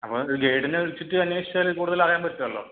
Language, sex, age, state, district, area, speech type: Malayalam, male, 18-30, Kerala, Kannur, rural, conversation